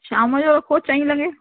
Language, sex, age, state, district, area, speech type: Sindhi, female, 45-60, Delhi, South Delhi, rural, conversation